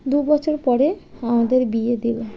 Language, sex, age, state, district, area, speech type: Bengali, female, 18-30, West Bengal, Birbhum, urban, spontaneous